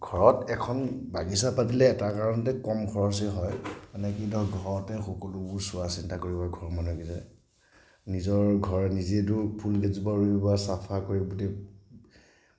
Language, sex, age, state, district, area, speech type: Assamese, male, 30-45, Assam, Nagaon, rural, spontaneous